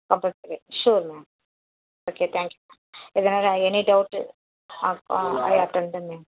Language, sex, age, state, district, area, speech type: Tamil, female, 18-30, Tamil Nadu, Tiruvallur, urban, conversation